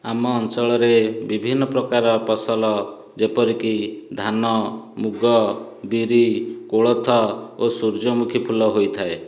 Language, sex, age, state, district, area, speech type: Odia, male, 45-60, Odisha, Dhenkanal, rural, spontaneous